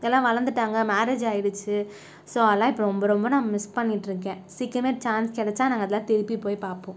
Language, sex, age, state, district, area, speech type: Tamil, female, 30-45, Tamil Nadu, Cuddalore, urban, spontaneous